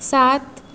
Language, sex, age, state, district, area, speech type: Hindi, female, 30-45, Uttar Pradesh, Azamgarh, rural, read